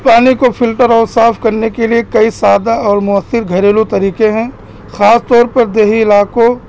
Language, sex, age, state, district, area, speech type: Urdu, male, 30-45, Uttar Pradesh, Balrampur, rural, spontaneous